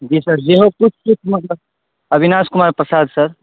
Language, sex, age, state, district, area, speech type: Maithili, male, 18-30, Bihar, Darbhanga, urban, conversation